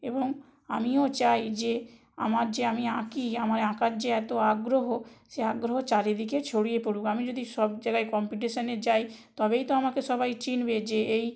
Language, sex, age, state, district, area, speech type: Bengali, female, 60+, West Bengal, Purba Medinipur, rural, spontaneous